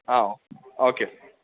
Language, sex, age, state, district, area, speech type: Malayalam, male, 18-30, Kerala, Idukki, rural, conversation